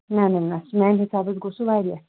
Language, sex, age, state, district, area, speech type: Kashmiri, female, 30-45, Jammu and Kashmir, Kupwara, rural, conversation